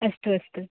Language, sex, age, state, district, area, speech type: Sanskrit, female, 18-30, Kerala, Kottayam, rural, conversation